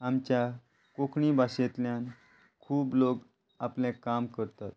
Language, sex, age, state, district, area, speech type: Goan Konkani, male, 30-45, Goa, Quepem, rural, spontaneous